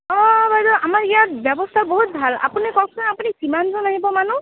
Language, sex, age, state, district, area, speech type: Assamese, female, 18-30, Assam, Kamrup Metropolitan, rural, conversation